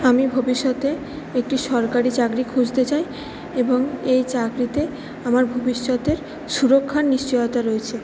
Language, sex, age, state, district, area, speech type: Bengali, female, 18-30, West Bengal, Purba Bardhaman, urban, spontaneous